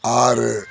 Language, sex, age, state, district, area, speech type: Tamil, male, 60+, Tamil Nadu, Kallakurichi, urban, read